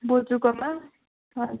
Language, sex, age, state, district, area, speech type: Nepali, female, 18-30, West Bengal, Kalimpong, rural, conversation